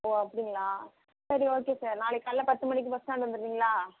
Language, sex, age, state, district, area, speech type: Tamil, male, 60+, Tamil Nadu, Tiruvarur, rural, conversation